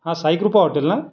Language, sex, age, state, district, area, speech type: Marathi, male, 30-45, Maharashtra, Raigad, rural, spontaneous